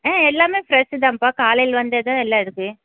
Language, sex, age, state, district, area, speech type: Tamil, female, 30-45, Tamil Nadu, Erode, rural, conversation